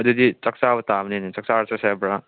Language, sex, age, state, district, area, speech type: Manipuri, male, 30-45, Manipur, Chandel, rural, conversation